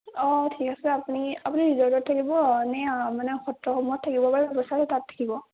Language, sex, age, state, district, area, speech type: Assamese, female, 18-30, Assam, Majuli, urban, conversation